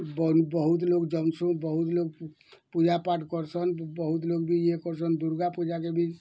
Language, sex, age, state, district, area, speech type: Odia, male, 60+, Odisha, Bargarh, urban, spontaneous